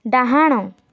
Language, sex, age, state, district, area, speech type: Odia, female, 18-30, Odisha, Bargarh, urban, read